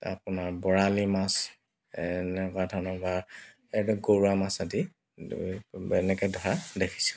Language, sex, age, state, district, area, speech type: Assamese, male, 45-60, Assam, Dibrugarh, rural, spontaneous